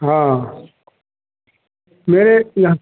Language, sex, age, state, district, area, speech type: Hindi, male, 60+, Bihar, Madhepura, rural, conversation